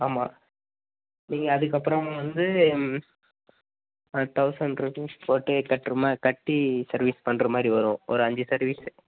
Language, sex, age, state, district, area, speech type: Tamil, male, 18-30, Tamil Nadu, Dharmapuri, urban, conversation